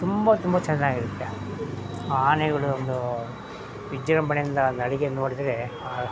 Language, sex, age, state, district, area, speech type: Kannada, male, 60+, Karnataka, Mysore, rural, spontaneous